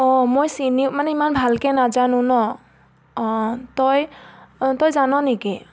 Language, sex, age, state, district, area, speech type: Assamese, female, 18-30, Assam, Biswanath, rural, spontaneous